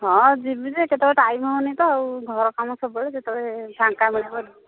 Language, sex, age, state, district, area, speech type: Odia, female, 45-60, Odisha, Angul, rural, conversation